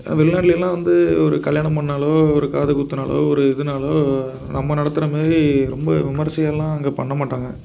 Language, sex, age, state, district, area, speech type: Tamil, male, 30-45, Tamil Nadu, Tiruppur, urban, spontaneous